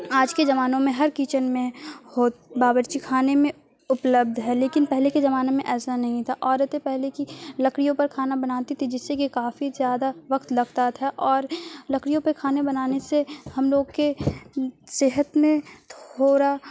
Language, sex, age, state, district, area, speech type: Urdu, female, 30-45, Bihar, Supaul, urban, spontaneous